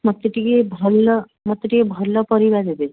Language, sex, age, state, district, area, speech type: Odia, female, 45-60, Odisha, Puri, urban, conversation